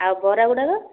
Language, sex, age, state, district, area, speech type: Odia, female, 45-60, Odisha, Gajapati, rural, conversation